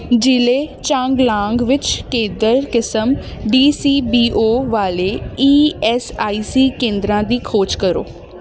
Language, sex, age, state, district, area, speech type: Punjabi, female, 18-30, Punjab, Ludhiana, urban, read